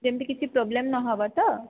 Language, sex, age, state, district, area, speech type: Odia, female, 30-45, Odisha, Jajpur, rural, conversation